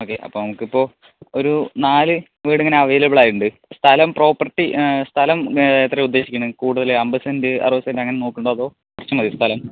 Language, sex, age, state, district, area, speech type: Malayalam, male, 30-45, Kerala, Palakkad, urban, conversation